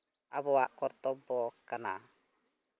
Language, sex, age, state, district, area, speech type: Santali, male, 18-30, West Bengal, Purulia, rural, spontaneous